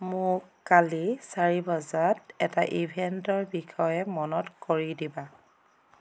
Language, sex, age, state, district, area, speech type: Assamese, female, 45-60, Assam, Dhemaji, rural, read